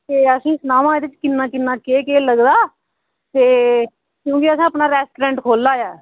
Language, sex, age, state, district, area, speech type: Dogri, female, 30-45, Jammu and Kashmir, Udhampur, urban, conversation